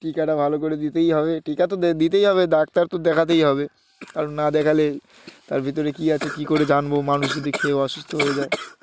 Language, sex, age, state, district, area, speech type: Bengali, male, 18-30, West Bengal, Uttar Dinajpur, urban, spontaneous